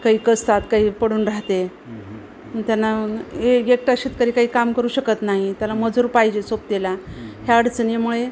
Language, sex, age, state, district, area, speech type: Marathi, female, 45-60, Maharashtra, Osmanabad, rural, spontaneous